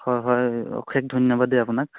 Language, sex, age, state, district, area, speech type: Assamese, male, 18-30, Assam, Charaideo, rural, conversation